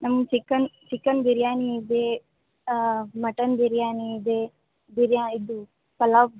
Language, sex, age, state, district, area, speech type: Kannada, female, 18-30, Karnataka, Gadag, rural, conversation